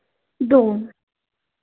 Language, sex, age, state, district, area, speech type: Hindi, female, 18-30, Madhya Pradesh, Ujjain, urban, conversation